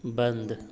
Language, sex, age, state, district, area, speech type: Hindi, male, 30-45, Uttar Pradesh, Azamgarh, rural, read